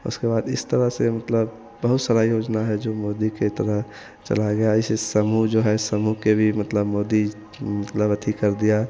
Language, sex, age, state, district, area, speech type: Hindi, male, 18-30, Bihar, Madhepura, rural, spontaneous